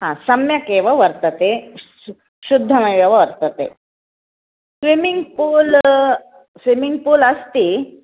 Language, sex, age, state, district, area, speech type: Sanskrit, female, 30-45, Karnataka, Shimoga, urban, conversation